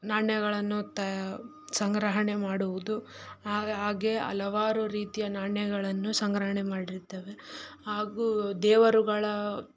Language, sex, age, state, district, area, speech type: Kannada, female, 18-30, Karnataka, Chitradurga, rural, spontaneous